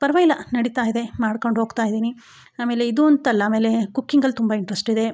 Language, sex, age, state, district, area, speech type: Kannada, female, 45-60, Karnataka, Chikkamagaluru, rural, spontaneous